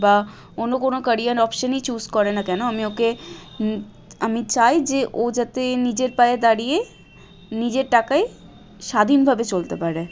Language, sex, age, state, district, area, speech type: Bengali, female, 18-30, West Bengal, Malda, rural, spontaneous